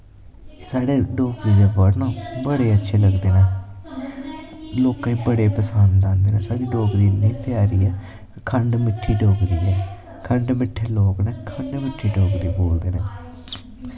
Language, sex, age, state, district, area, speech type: Dogri, male, 18-30, Jammu and Kashmir, Samba, urban, spontaneous